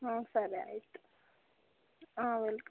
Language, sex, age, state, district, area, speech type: Kannada, female, 18-30, Karnataka, Chikkaballapur, rural, conversation